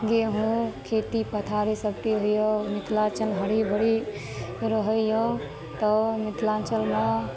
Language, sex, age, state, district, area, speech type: Maithili, female, 18-30, Bihar, Madhubani, rural, spontaneous